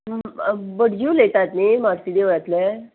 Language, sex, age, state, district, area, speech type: Goan Konkani, female, 45-60, Goa, Salcete, urban, conversation